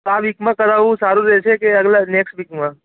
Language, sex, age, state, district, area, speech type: Gujarati, male, 18-30, Gujarat, Aravalli, urban, conversation